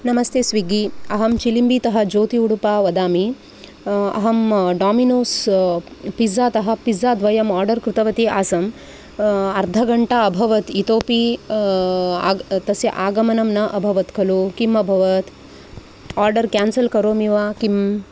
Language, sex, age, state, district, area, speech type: Sanskrit, female, 45-60, Karnataka, Udupi, urban, spontaneous